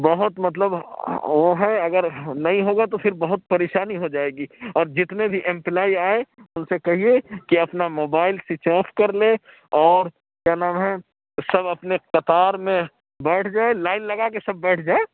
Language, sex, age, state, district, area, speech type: Urdu, male, 60+, Uttar Pradesh, Lucknow, urban, conversation